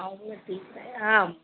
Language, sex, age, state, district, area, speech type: Tamil, female, 45-60, Tamil Nadu, Thoothukudi, rural, conversation